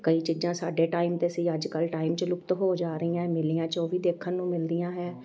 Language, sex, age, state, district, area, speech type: Punjabi, female, 45-60, Punjab, Amritsar, urban, spontaneous